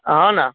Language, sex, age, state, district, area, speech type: Gujarati, male, 45-60, Gujarat, Aravalli, urban, conversation